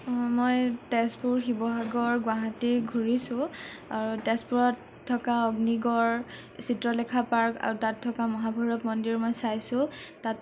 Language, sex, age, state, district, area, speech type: Assamese, female, 18-30, Assam, Nagaon, rural, spontaneous